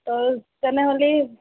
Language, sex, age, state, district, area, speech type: Assamese, female, 30-45, Assam, Nalbari, rural, conversation